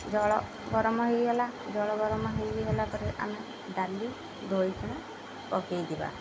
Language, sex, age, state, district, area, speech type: Odia, female, 30-45, Odisha, Jagatsinghpur, rural, spontaneous